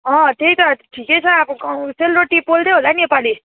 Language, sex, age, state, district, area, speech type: Nepali, female, 18-30, West Bengal, Kalimpong, rural, conversation